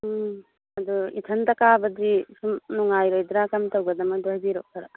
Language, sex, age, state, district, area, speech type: Manipuri, female, 45-60, Manipur, Churachandpur, urban, conversation